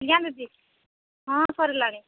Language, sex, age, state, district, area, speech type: Odia, female, 45-60, Odisha, Angul, rural, conversation